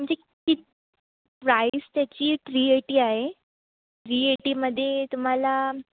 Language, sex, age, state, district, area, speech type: Marathi, female, 18-30, Maharashtra, Sindhudurg, rural, conversation